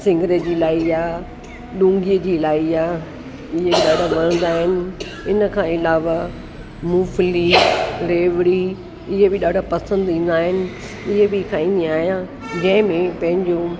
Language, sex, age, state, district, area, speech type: Sindhi, female, 60+, Delhi, South Delhi, urban, spontaneous